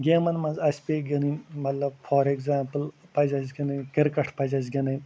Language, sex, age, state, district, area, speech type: Kashmiri, male, 30-45, Jammu and Kashmir, Ganderbal, rural, spontaneous